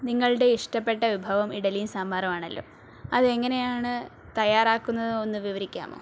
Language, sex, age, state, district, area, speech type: Malayalam, female, 30-45, Kerala, Thiruvananthapuram, rural, spontaneous